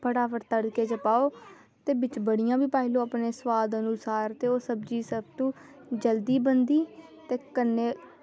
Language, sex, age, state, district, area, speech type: Dogri, female, 18-30, Jammu and Kashmir, Samba, rural, spontaneous